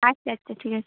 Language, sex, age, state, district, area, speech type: Bengali, female, 18-30, West Bengal, Birbhum, urban, conversation